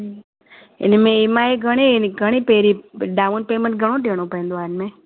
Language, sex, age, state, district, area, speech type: Sindhi, female, 30-45, Gujarat, Surat, urban, conversation